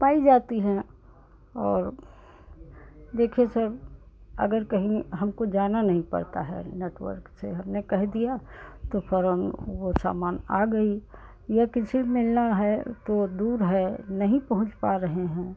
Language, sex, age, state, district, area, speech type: Hindi, female, 60+, Uttar Pradesh, Hardoi, rural, spontaneous